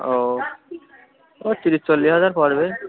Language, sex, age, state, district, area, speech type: Bengali, male, 18-30, West Bengal, Uttar Dinajpur, urban, conversation